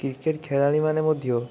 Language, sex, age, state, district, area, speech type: Odia, male, 30-45, Odisha, Balasore, rural, spontaneous